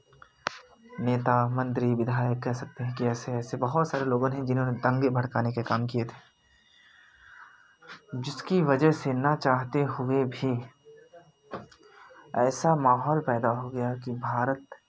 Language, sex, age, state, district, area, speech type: Hindi, male, 30-45, Uttar Pradesh, Jaunpur, rural, spontaneous